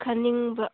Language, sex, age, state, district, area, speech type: Manipuri, female, 18-30, Manipur, Churachandpur, rural, conversation